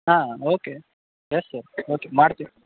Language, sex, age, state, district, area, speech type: Kannada, male, 18-30, Karnataka, Gadag, rural, conversation